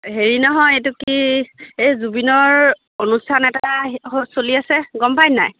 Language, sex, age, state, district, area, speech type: Assamese, female, 30-45, Assam, Biswanath, rural, conversation